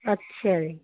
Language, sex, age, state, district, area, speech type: Punjabi, female, 45-60, Punjab, Muktsar, urban, conversation